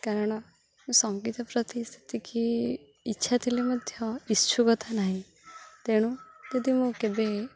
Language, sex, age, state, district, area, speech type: Odia, female, 18-30, Odisha, Jagatsinghpur, rural, spontaneous